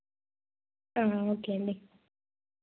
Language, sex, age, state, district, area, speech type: Telugu, female, 18-30, Telangana, Jagtial, urban, conversation